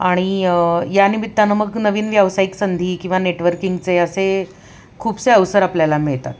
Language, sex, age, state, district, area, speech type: Marathi, female, 45-60, Maharashtra, Pune, urban, spontaneous